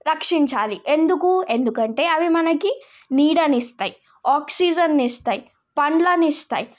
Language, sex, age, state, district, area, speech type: Telugu, female, 18-30, Telangana, Nizamabad, rural, spontaneous